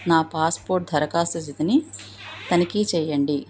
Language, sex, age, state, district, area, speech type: Telugu, female, 45-60, Andhra Pradesh, Krishna, urban, read